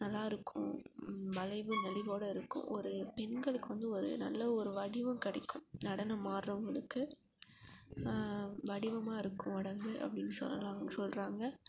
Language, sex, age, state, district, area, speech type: Tamil, female, 18-30, Tamil Nadu, Perambalur, rural, spontaneous